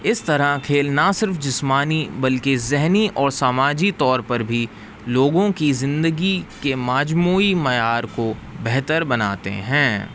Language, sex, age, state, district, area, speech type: Urdu, male, 18-30, Uttar Pradesh, Rampur, urban, spontaneous